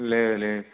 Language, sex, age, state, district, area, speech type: Telugu, male, 18-30, Telangana, Siddipet, urban, conversation